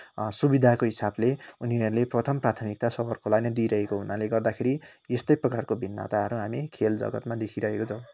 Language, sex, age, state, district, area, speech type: Nepali, male, 18-30, West Bengal, Kalimpong, rural, spontaneous